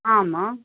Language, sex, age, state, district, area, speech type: Tamil, female, 45-60, Tamil Nadu, Tiruppur, rural, conversation